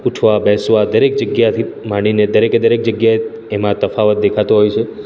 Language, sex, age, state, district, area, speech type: Gujarati, male, 30-45, Gujarat, Surat, urban, spontaneous